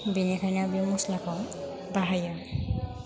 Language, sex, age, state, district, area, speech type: Bodo, female, 18-30, Assam, Chirang, rural, spontaneous